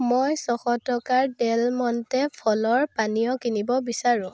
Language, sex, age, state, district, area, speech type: Assamese, female, 18-30, Assam, Biswanath, rural, read